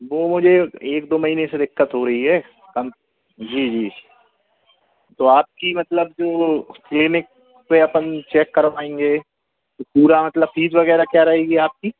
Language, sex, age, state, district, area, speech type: Hindi, male, 45-60, Madhya Pradesh, Hoshangabad, rural, conversation